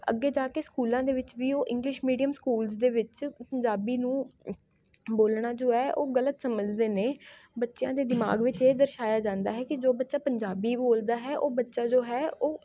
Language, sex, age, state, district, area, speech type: Punjabi, female, 18-30, Punjab, Shaheed Bhagat Singh Nagar, urban, spontaneous